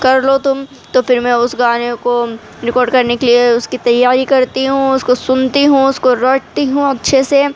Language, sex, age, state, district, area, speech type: Urdu, female, 30-45, Delhi, Central Delhi, rural, spontaneous